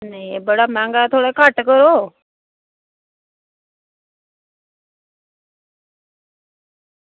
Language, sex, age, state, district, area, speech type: Dogri, female, 45-60, Jammu and Kashmir, Samba, rural, conversation